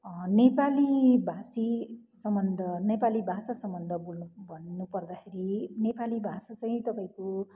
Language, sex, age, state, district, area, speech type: Nepali, female, 60+, West Bengal, Kalimpong, rural, spontaneous